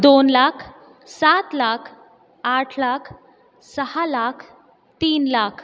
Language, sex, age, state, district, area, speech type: Marathi, female, 30-45, Maharashtra, Buldhana, urban, spontaneous